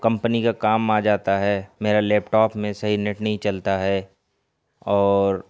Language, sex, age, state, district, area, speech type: Urdu, male, 18-30, Bihar, Purnia, rural, spontaneous